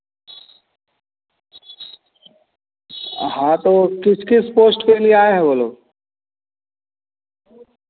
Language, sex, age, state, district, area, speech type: Hindi, male, 18-30, Bihar, Vaishali, rural, conversation